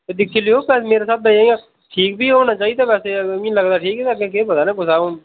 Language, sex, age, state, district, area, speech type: Dogri, male, 18-30, Jammu and Kashmir, Reasi, rural, conversation